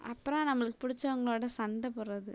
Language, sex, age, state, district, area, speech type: Tamil, female, 18-30, Tamil Nadu, Tiruchirappalli, rural, spontaneous